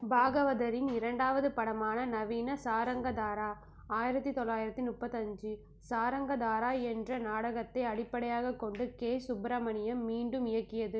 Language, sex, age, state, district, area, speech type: Tamil, female, 30-45, Tamil Nadu, Mayiladuthurai, rural, read